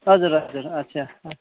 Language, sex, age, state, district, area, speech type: Nepali, male, 30-45, West Bengal, Kalimpong, rural, conversation